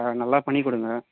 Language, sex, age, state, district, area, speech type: Tamil, male, 18-30, Tamil Nadu, Vellore, rural, conversation